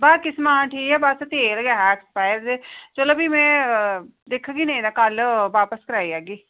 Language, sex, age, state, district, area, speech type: Dogri, female, 30-45, Jammu and Kashmir, Reasi, rural, conversation